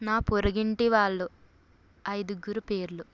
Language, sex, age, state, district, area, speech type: Telugu, female, 18-30, Andhra Pradesh, Eluru, rural, spontaneous